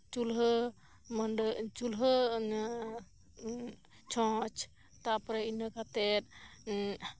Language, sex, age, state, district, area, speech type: Santali, female, 30-45, West Bengal, Birbhum, rural, spontaneous